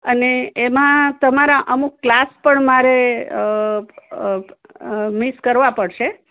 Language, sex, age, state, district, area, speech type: Gujarati, female, 60+, Gujarat, Anand, urban, conversation